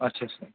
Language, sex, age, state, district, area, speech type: Marathi, male, 18-30, Maharashtra, Ratnagiri, rural, conversation